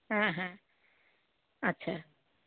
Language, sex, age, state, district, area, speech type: Bengali, female, 45-60, West Bengal, Darjeeling, rural, conversation